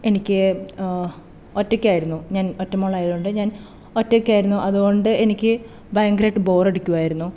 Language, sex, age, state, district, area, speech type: Malayalam, female, 18-30, Kerala, Thrissur, rural, spontaneous